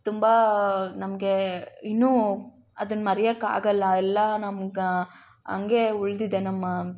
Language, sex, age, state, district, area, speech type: Kannada, female, 18-30, Karnataka, Tumkur, rural, spontaneous